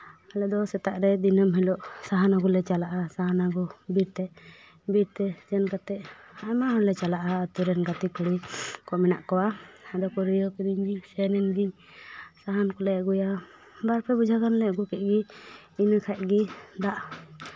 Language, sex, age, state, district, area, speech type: Santali, female, 18-30, West Bengal, Paschim Bardhaman, rural, spontaneous